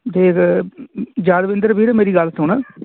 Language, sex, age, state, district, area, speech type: Punjabi, male, 18-30, Punjab, Fatehgarh Sahib, rural, conversation